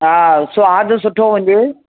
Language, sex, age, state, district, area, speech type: Sindhi, female, 45-60, Uttar Pradesh, Lucknow, urban, conversation